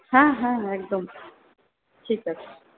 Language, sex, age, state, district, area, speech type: Bengali, female, 45-60, West Bengal, Purba Bardhaman, rural, conversation